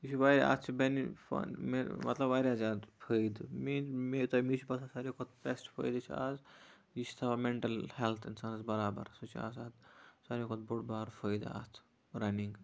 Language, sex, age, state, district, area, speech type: Kashmiri, male, 30-45, Jammu and Kashmir, Kupwara, rural, spontaneous